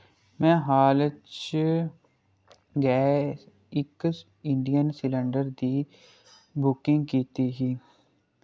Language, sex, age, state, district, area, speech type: Dogri, male, 18-30, Jammu and Kashmir, Kathua, rural, read